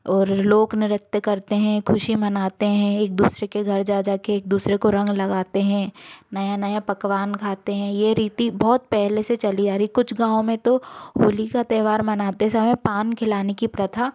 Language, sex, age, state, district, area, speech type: Hindi, female, 45-60, Madhya Pradesh, Bhopal, urban, spontaneous